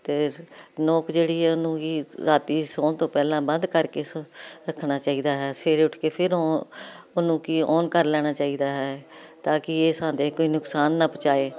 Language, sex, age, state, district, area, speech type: Punjabi, female, 60+, Punjab, Jalandhar, urban, spontaneous